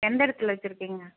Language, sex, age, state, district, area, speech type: Tamil, female, 30-45, Tamil Nadu, Dharmapuri, rural, conversation